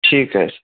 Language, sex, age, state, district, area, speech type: Marathi, male, 30-45, Maharashtra, Beed, rural, conversation